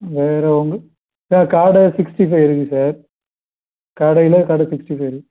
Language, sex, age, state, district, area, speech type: Tamil, male, 30-45, Tamil Nadu, Pudukkottai, rural, conversation